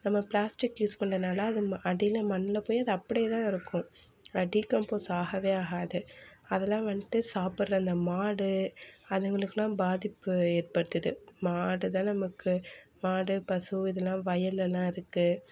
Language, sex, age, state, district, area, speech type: Tamil, female, 18-30, Tamil Nadu, Mayiladuthurai, urban, spontaneous